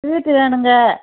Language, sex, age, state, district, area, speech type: Tamil, female, 60+, Tamil Nadu, Kallakurichi, urban, conversation